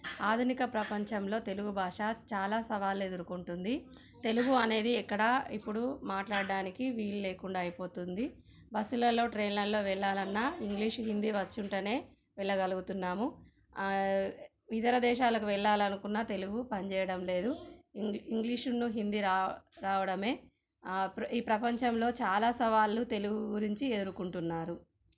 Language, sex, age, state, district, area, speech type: Telugu, female, 30-45, Telangana, Jagtial, rural, spontaneous